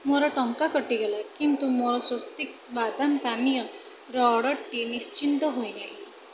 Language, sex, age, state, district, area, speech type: Odia, female, 18-30, Odisha, Bhadrak, rural, read